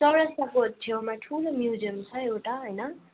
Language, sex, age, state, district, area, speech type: Nepali, female, 18-30, West Bengal, Darjeeling, rural, conversation